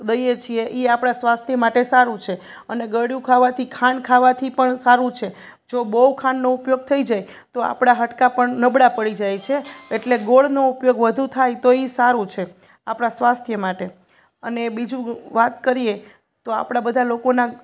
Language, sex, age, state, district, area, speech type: Gujarati, female, 30-45, Gujarat, Junagadh, urban, spontaneous